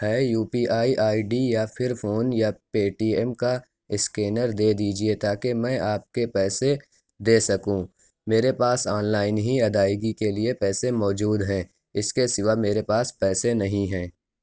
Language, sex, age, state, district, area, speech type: Urdu, male, 18-30, Uttar Pradesh, Lucknow, urban, spontaneous